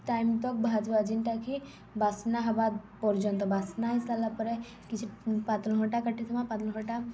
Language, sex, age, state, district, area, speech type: Odia, female, 18-30, Odisha, Balangir, urban, spontaneous